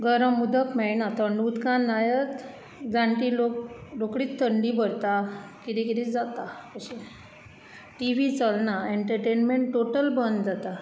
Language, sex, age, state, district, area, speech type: Goan Konkani, female, 45-60, Goa, Bardez, urban, spontaneous